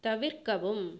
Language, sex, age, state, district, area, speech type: Tamil, female, 45-60, Tamil Nadu, Viluppuram, urban, read